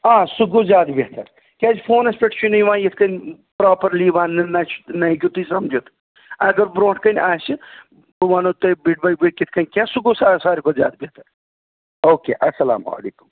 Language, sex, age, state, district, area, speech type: Kashmiri, male, 30-45, Jammu and Kashmir, Srinagar, urban, conversation